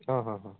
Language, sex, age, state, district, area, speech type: Kannada, male, 45-60, Karnataka, Raichur, rural, conversation